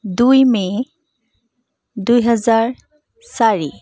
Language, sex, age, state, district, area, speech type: Assamese, female, 18-30, Assam, Charaideo, urban, spontaneous